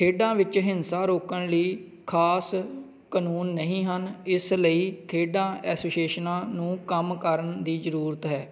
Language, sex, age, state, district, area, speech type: Punjabi, male, 30-45, Punjab, Kapurthala, rural, spontaneous